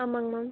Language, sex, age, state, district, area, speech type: Tamil, female, 18-30, Tamil Nadu, Erode, rural, conversation